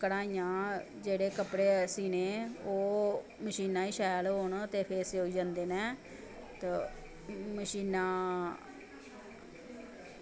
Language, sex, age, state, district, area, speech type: Dogri, female, 30-45, Jammu and Kashmir, Samba, rural, spontaneous